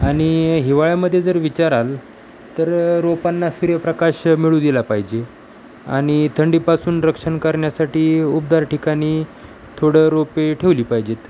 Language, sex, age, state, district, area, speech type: Marathi, male, 30-45, Maharashtra, Osmanabad, rural, spontaneous